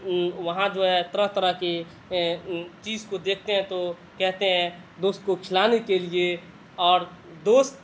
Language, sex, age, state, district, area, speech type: Urdu, male, 18-30, Bihar, Madhubani, urban, spontaneous